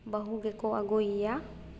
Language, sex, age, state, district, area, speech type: Santali, female, 30-45, Jharkhand, Seraikela Kharsawan, rural, spontaneous